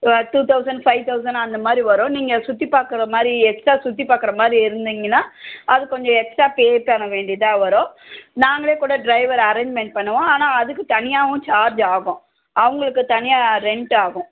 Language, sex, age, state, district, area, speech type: Tamil, female, 45-60, Tamil Nadu, Chennai, urban, conversation